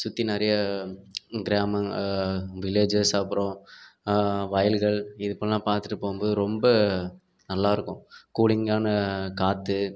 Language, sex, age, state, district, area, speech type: Tamil, male, 30-45, Tamil Nadu, Viluppuram, urban, spontaneous